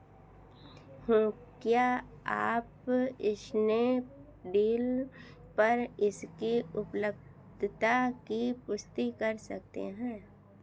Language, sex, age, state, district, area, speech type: Hindi, female, 60+, Uttar Pradesh, Ayodhya, urban, read